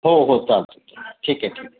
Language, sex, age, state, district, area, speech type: Marathi, male, 30-45, Maharashtra, Osmanabad, rural, conversation